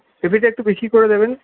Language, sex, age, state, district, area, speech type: Bengali, male, 60+, West Bengal, Paschim Bardhaman, urban, conversation